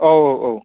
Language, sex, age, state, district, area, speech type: Bodo, male, 45-60, Assam, Chirang, rural, conversation